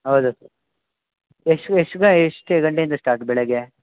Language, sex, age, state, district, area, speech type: Kannada, male, 18-30, Karnataka, Shimoga, rural, conversation